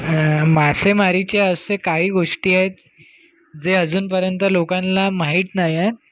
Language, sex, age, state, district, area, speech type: Marathi, male, 18-30, Maharashtra, Nagpur, urban, spontaneous